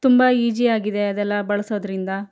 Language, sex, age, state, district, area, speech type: Kannada, female, 30-45, Karnataka, Gadag, rural, spontaneous